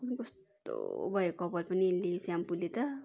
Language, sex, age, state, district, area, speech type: Nepali, female, 45-60, West Bengal, Darjeeling, rural, spontaneous